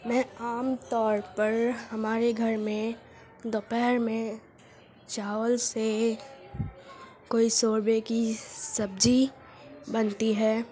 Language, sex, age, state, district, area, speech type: Urdu, female, 18-30, Uttar Pradesh, Gautam Buddha Nagar, rural, spontaneous